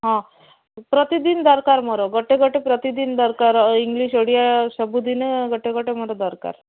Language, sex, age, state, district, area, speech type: Odia, female, 30-45, Odisha, Malkangiri, urban, conversation